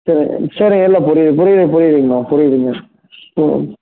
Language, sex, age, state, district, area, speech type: Tamil, male, 18-30, Tamil Nadu, Coimbatore, urban, conversation